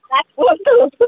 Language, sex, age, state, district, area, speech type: Odia, female, 45-60, Odisha, Sundergarh, rural, conversation